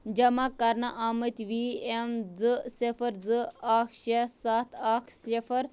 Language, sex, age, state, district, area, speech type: Kashmiri, female, 18-30, Jammu and Kashmir, Bandipora, rural, read